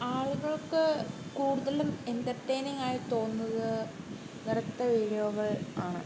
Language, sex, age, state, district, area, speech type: Malayalam, female, 18-30, Kerala, Wayanad, rural, spontaneous